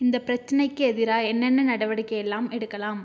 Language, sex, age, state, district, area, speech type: Tamil, female, 18-30, Tamil Nadu, Nilgiris, urban, read